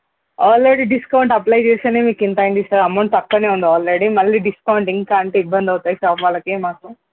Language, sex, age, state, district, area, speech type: Telugu, female, 18-30, Telangana, Nalgonda, urban, conversation